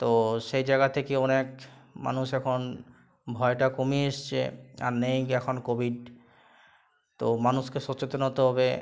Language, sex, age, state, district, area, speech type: Bengali, male, 18-30, West Bengal, Uttar Dinajpur, rural, spontaneous